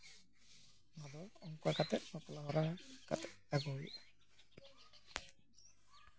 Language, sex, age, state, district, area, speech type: Santali, male, 45-60, West Bengal, Jhargram, rural, spontaneous